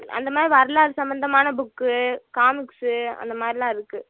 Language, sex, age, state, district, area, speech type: Tamil, female, 18-30, Tamil Nadu, Madurai, rural, conversation